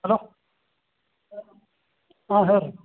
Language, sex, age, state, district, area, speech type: Kannada, male, 45-60, Karnataka, Belgaum, rural, conversation